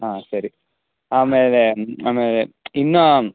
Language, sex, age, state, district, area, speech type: Kannada, male, 18-30, Karnataka, Tumkur, urban, conversation